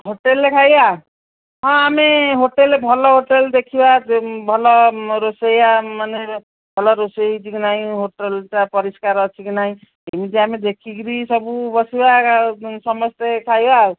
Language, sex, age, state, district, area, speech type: Odia, female, 60+, Odisha, Angul, rural, conversation